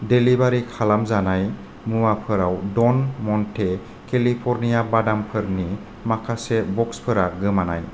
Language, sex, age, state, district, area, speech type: Bodo, male, 30-45, Assam, Kokrajhar, rural, read